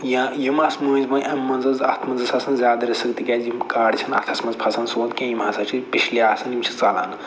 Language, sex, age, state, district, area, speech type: Kashmiri, male, 45-60, Jammu and Kashmir, Budgam, rural, spontaneous